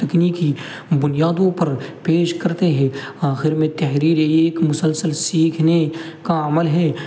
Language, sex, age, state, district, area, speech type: Urdu, male, 18-30, Uttar Pradesh, Muzaffarnagar, urban, spontaneous